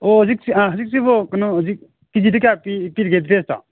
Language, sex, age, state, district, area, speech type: Manipuri, male, 45-60, Manipur, Imphal East, rural, conversation